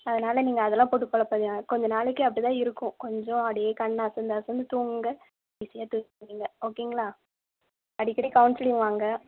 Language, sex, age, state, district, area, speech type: Tamil, female, 18-30, Tamil Nadu, Tiruvallur, urban, conversation